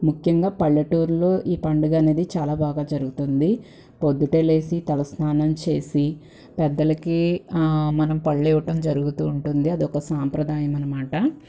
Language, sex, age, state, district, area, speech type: Telugu, female, 18-30, Andhra Pradesh, Guntur, urban, spontaneous